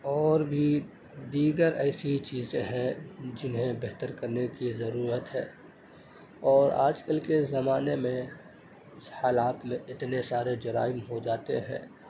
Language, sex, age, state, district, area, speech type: Urdu, male, 30-45, Uttar Pradesh, Gautam Buddha Nagar, urban, spontaneous